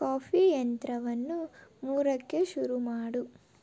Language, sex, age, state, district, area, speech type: Kannada, female, 18-30, Karnataka, Tumkur, urban, read